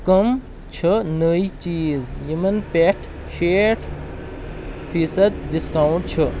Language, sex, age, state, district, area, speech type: Kashmiri, male, 30-45, Jammu and Kashmir, Kupwara, rural, read